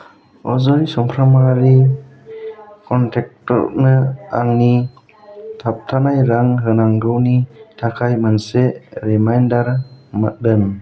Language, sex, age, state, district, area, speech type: Bodo, male, 18-30, Assam, Kokrajhar, rural, read